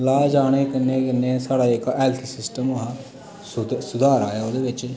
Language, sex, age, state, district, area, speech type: Dogri, male, 30-45, Jammu and Kashmir, Udhampur, rural, spontaneous